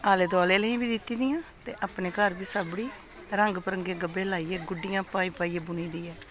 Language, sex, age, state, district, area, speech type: Dogri, female, 60+, Jammu and Kashmir, Samba, urban, spontaneous